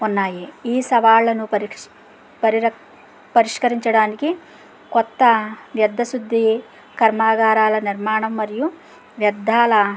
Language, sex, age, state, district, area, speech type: Telugu, male, 45-60, Andhra Pradesh, West Godavari, rural, spontaneous